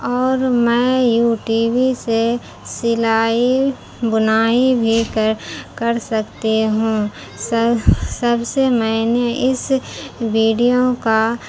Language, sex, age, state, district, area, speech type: Urdu, female, 30-45, Bihar, Khagaria, rural, spontaneous